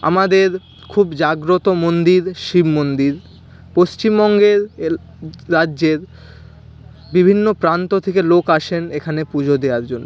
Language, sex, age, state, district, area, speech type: Bengali, male, 30-45, West Bengal, Purba Medinipur, rural, spontaneous